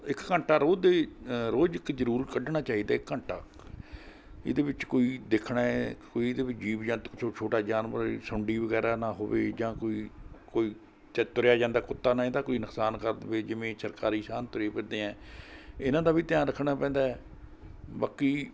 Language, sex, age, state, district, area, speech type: Punjabi, male, 60+, Punjab, Mohali, urban, spontaneous